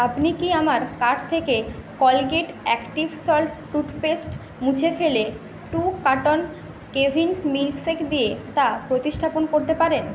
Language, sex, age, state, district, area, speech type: Bengali, female, 18-30, West Bengal, Paschim Medinipur, rural, read